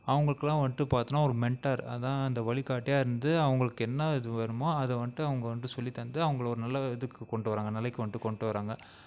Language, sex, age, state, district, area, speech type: Tamil, male, 30-45, Tamil Nadu, Viluppuram, urban, spontaneous